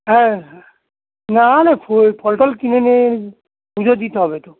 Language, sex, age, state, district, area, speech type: Bengali, male, 60+, West Bengal, Hooghly, rural, conversation